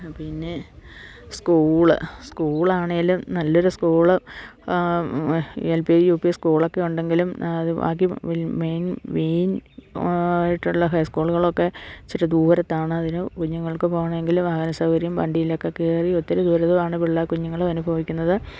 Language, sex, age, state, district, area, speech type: Malayalam, female, 60+, Kerala, Idukki, rural, spontaneous